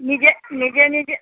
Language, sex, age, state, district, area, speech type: Assamese, female, 60+, Assam, Majuli, rural, conversation